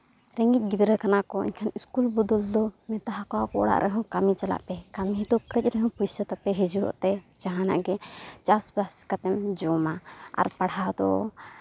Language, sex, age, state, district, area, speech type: Santali, female, 30-45, Jharkhand, Seraikela Kharsawan, rural, spontaneous